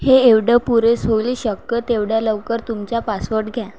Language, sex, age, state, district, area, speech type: Marathi, female, 18-30, Maharashtra, Wardha, rural, read